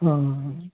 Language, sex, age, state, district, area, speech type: Marathi, male, 60+, Maharashtra, Osmanabad, rural, conversation